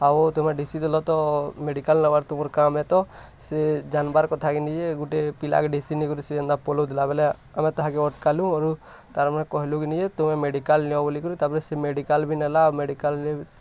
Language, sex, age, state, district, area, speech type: Odia, male, 18-30, Odisha, Bargarh, urban, spontaneous